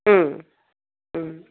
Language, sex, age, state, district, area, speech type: Tamil, female, 30-45, Tamil Nadu, Dharmapuri, rural, conversation